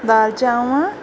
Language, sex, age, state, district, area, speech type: Sindhi, female, 45-60, Uttar Pradesh, Lucknow, urban, spontaneous